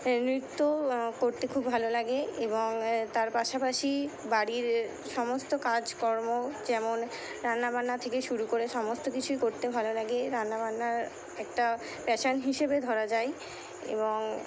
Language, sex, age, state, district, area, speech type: Bengali, female, 60+, West Bengal, Purba Bardhaman, urban, spontaneous